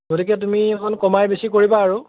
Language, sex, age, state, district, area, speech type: Assamese, male, 18-30, Assam, Biswanath, rural, conversation